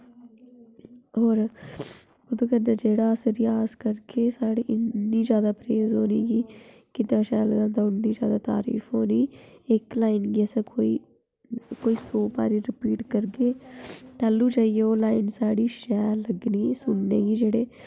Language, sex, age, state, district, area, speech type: Dogri, female, 18-30, Jammu and Kashmir, Udhampur, rural, spontaneous